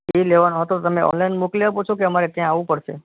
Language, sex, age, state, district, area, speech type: Gujarati, male, 18-30, Gujarat, Kutch, urban, conversation